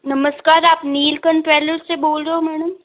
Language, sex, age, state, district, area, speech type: Hindi, female, 45-60, Rajasthan, Jodhpur, urban, conversation